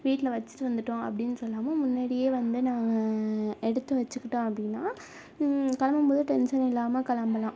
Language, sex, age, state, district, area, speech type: Tamil, female, 30-45, Tamil Nadu, Tiruvarur, rural, spontaneous